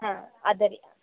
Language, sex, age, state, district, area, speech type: Kannada, female, 18-30, Karnataka, Gadag, urban, conversation